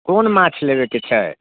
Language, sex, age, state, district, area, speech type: Maithili, male, 30-45, Bihar, Muzaffarpur, rural, conversation